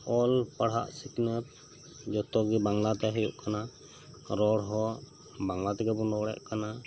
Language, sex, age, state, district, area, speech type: Santali, male, 30-45, West Bengal, Birbhum, rural, spontaneous